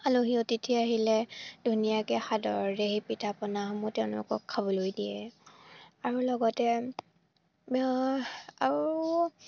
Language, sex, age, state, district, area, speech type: Assamese, female, 18-30, Assam, Charaideo, rural, spontaneous